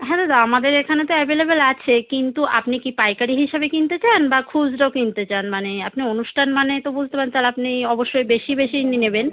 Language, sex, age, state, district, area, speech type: Bengali, female, 30-45, West Bengal, Howrah, urban, conversation